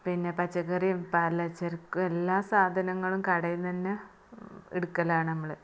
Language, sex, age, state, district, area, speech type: Malayalam, female, 30-45, Kerala, Malappuram, rural, spontaneous